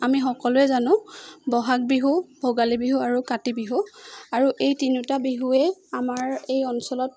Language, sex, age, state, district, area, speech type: Assamese, female, 18-30, Assam, Jorhat, urban, spontaneous